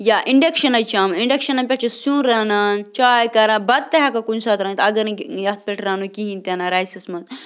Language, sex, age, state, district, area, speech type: Kashmiri, female, 30-45, Jammu and Kashmir, Bandipora, rural, spontaneous